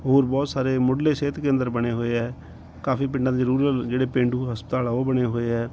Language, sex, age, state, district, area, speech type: Punjabi, male, 45-60, Punjab, Bathinda, urban, spontaneous